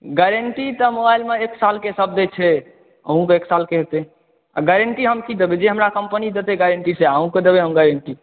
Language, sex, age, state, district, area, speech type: Maithili, male, 30-45, Bihar, Supaul, rural, conversation